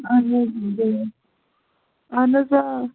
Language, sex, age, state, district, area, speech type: Kashmiri, female, 18-30, Jammu and Kashmir, Budgam, rural, conversation